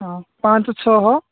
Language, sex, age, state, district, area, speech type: Odia, male, 18-30, Odisha, Nabarangpur, urban, conversation